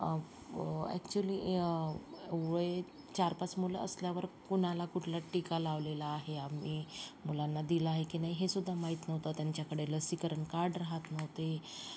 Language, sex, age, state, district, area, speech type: Marathi, female, 30-45, Maharashtra, Yavatmal, rural, spontaneous